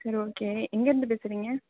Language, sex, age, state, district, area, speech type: Tamil, female, 18-30, Tamil Nadu, Tiruvarur, rural, conversation